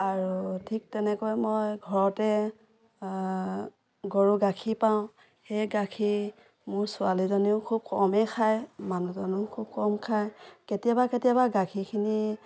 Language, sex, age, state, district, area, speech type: Assamese, female, 45-60, Assam, Dhemaji, rural, spontaneous